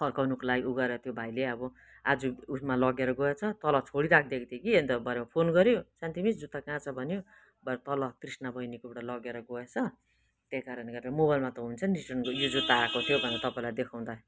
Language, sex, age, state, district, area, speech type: Nepali, female, 60+, West Bengal, Kalimpong, rural, spontaneous